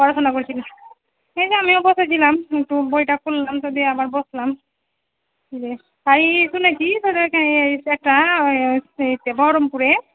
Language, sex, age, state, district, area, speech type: Bengali, female, 30-45, West Bengal, Murshidabad, rural, conversation